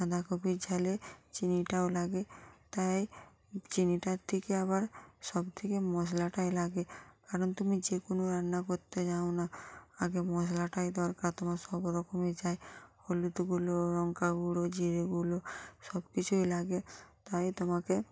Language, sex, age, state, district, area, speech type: Bengali, female, 45-60, West Bengal, North 24 Parganas, rural, spontaneous